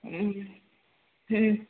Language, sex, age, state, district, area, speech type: Nepali, female, 18-30, West Bengal, Kalimpong, rural, conversation